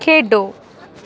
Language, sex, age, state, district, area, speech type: Punjabi, female, 18-30, Punjab, Patiala, urban, read